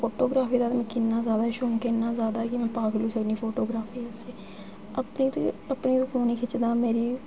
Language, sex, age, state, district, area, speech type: Dogri, female, 18-30, Jammu and Kashmir, Jammu, urban, spontaneous